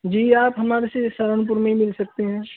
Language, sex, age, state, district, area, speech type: Urdu, male, 18-30, Uttar Pradesh, Saharanpur, urban, conversation